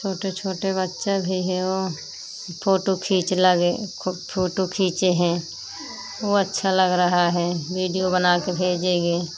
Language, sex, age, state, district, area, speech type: Hindi, female, 30-45, Uttar Pradesh, Pratapgarh, rural, spontaneous